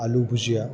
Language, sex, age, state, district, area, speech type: Marathi, male, 18-30, Maharashtra, Jalna, rural, spontaneous